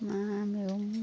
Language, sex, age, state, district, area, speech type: Bodo, female, 45-60, Assam, Udalguri, rural, spontaneous